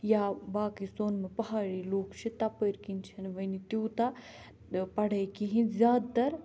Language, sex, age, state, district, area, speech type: Kashmiri, female, 18-30, Jammu and Kashmir, Ganderbal, urban, spontaneous